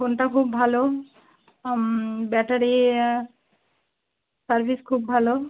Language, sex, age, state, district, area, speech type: Bengali, female, 18-30, West Bengal, Birbhum, urban, conversation